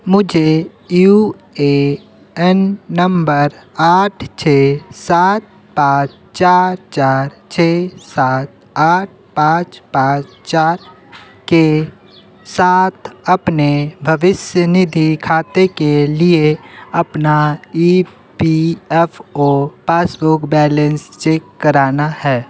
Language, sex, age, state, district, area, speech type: Hindi, male, 30-45, Uttar Pradesh, Sonbhadra, rural, read